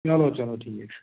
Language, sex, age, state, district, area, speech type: Kashmiri, male, 45-60, Jammu and Kashmir, Budgam, urban, conversation